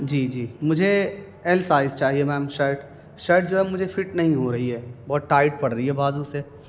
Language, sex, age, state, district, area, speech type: Urdu, male, 30-45, Delhi, North East Delhi, urban, spontaneous